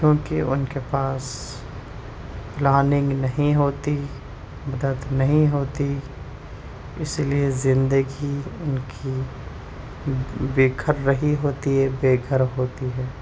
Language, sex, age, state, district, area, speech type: Urdu, male, 18-30, Delhi, Central Delhi, urban, spontaneous